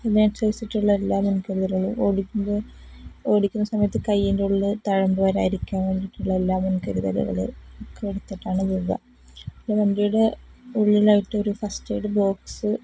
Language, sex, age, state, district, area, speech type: Malayalam, female, 18-30, Kerala, Palakkad, rural, spontaneous